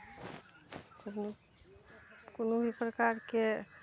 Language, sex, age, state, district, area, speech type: Maithili, female, 30-45, Bihar, Araria, rural, spontaneous